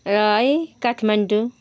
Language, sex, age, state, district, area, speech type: Nepali, female, 30-45, West Bengal, Kalimpong, rural, spontaneous